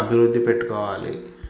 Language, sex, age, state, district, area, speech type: Telugu, male, 18-30, Andhra Pradesh, Sri Satya Sai, urban, spontaneous